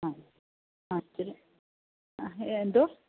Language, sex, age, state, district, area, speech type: Malayalam, female, 45-60, Kerala, Idukki, rural, conversation